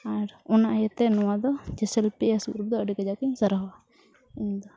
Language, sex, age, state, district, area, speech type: Santali, female, 18-30, Jharkhand, Pakur, rural, spontaneous